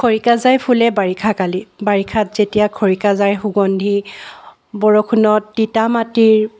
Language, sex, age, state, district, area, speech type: Assamese, female, 45-60, Assam, Charaideo, urban, spontaneous